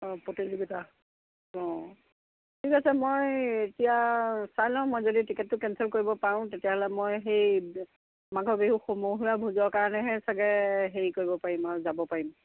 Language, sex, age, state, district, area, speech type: Assamese, female, 60+, Assam, Charaideo, rural, conversation